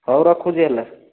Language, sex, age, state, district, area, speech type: Odia, male, 18-30, Odisha, Rayagada, rural, conversation